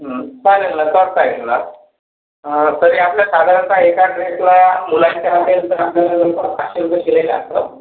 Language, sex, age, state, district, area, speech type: Marathi, male, 60+, Maharashtra, Yavatmal, urban, conversation